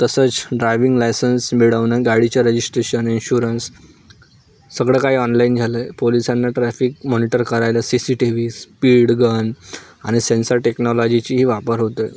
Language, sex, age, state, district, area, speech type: Marathi, male, 18-30, Maharashtra, Nagpur, rural, spontaneous